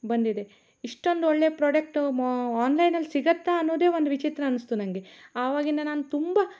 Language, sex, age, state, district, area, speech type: Kannada, female, 30-45, Karnataka, Shimoga, rural, spontaneous